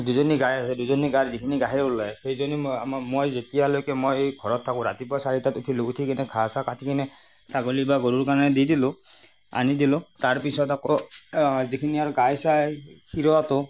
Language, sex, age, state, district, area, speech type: Assamese, male, 45-60, Assam, Darrang, rural, spontaneous